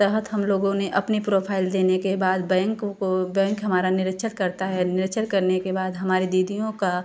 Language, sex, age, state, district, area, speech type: Hindi, female, 30-45, Uttar Pradesh, Varanasi, rural, spontaneous